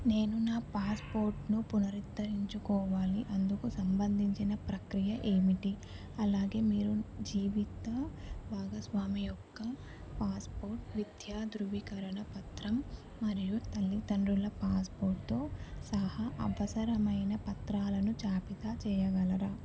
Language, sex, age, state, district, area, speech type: Telugu, female, 18-30, Telangana, Medak, urban, read